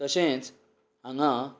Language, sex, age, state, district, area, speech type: Goan Konkani, male, 45-60, Goa, Canacona, rural, spontaneous